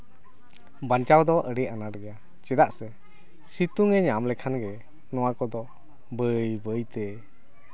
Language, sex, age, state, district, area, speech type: Santali, male, 60+, Jharkhand, East Singhbhum, rural, spontaneous